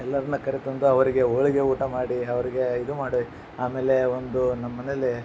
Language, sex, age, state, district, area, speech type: Kannada, male, 45-60, Karnataka, Bellary, rural, spontaneous